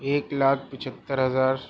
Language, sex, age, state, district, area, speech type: Urdu, male, 30-45, Delhi, East Delhi, urban, spontaneous